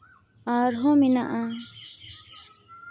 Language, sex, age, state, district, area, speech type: Santali, female, 30-45, West Bengal, Paschim Bardhaman, urban, spontaneous